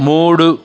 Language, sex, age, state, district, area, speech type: Telugu, male, 30-45, Andhra Pradesh, Sri Balaji, rural, read